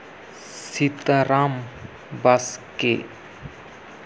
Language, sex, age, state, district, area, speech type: Santali, male, 30-45, Jharkhand, East Singhbhum, rural, spontaneous